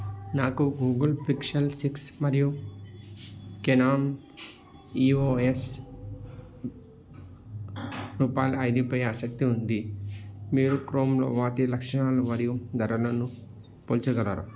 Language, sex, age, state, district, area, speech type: Telugu, male, 30-45, Telangana, Peddapalli, rural, read